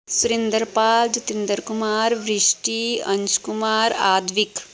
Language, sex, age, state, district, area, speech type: Punjabi, female, 45-60, Punjab, Tarn Taran, urban, spontaneous